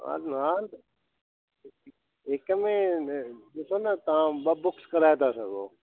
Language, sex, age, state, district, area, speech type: Sindhi, male, 60+, Delhi, South Delhi, urban, conversation